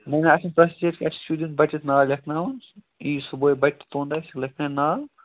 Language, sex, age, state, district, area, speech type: Kashmiri, male, 30-45, Jammu and Kashmir, Kupwara, rural, conversation